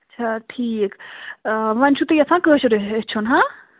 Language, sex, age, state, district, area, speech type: Kashmiri, female, 30-45, Jammu and Kashmir, Bandipora, rural, conversation